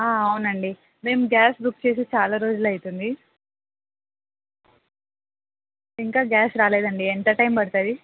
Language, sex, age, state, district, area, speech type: Telugu, female, 18-30, Andhra Pradesh, Anantapur, urban, conversation